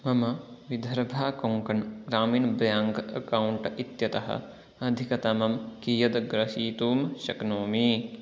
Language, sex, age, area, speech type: Sanskrit, male, 18-30, rural, read